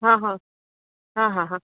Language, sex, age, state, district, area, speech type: Gujarati, female, 30-45, Gujarat, Ahmedabad, urban, conversation